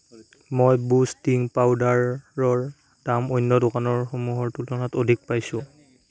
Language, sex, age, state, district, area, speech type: Assamese, male, 18-30, Assam, Darrang, rural, read